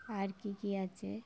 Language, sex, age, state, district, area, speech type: Bengali, female, 60+, West Bengal, Darjeeling, rural, spontaneous